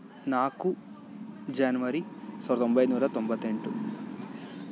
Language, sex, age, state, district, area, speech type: Kannada, male, 18-30, Karnataka, Chikkaballapur, urban, spontaneous